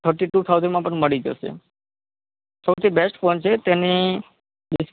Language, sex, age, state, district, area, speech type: Gujarati, male, 18-30, Gujarat, Kutch, urban, conversation